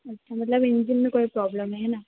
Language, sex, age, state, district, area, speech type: Hindi, female, 18-30, Madhya Pradesh, Harda, urban, conversation